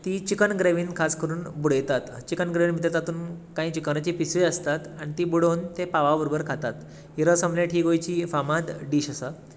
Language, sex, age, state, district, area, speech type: Goan Konkani, male, 18-30, Goa, Tiswadi, rural, spontaneous